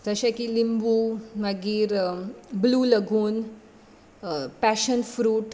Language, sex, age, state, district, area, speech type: Goan Konkani, female, 18-30, Goa, Bardez, urban, spontaneous